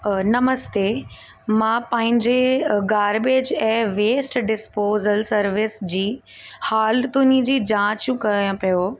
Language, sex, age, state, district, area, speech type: Sindhi, female, 18-30, Uttar Pradesh, Lucknow, urban, read